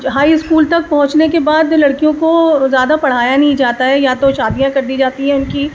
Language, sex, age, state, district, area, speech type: Urdu, female, 30-45, Delhi, East Delhi, rural, spontaneous